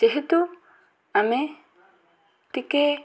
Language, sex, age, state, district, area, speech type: Odia, female, 18-30, Odisha, Bhadrak, rural, spontaneous